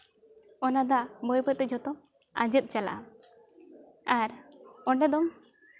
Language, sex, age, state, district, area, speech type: Santali, female, 18-30, West Bengal, Jhargram, rural, spontaneous